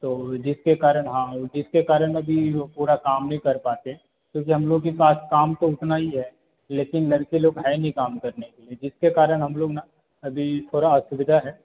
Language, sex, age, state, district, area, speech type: Hindi, male, 30-45, Bihar, Darbhanga, rural, conversation